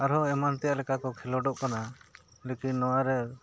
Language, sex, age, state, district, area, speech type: Santali, male, 45-60, Jharkhand, Bokaro, rural, spontaneous